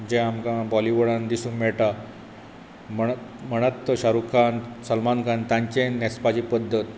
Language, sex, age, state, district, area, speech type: Goan Konkani, male, 45-60, Goa, Bardez, rural, spontaneous